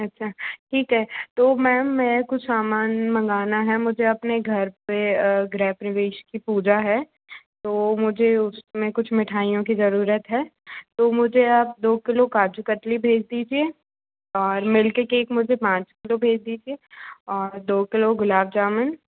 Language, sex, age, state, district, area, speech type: Hindi, female, 45-60, Madhya Pradesh, Bhopal, urban, conversation